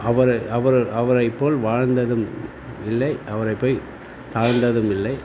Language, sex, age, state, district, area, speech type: Tamil, male, 45-60, Tamil Nadu, Tiruvannamalai, rural, spontaneous